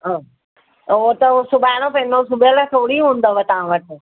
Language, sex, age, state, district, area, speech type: Sindhi, female, 45-60, Delhi, South Delhi, urban, conversation